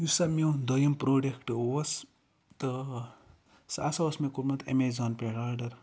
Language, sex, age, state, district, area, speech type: Kashmiri, male, 30-45, Jammu and Kashmir, Ganderbal, rural, spontaneous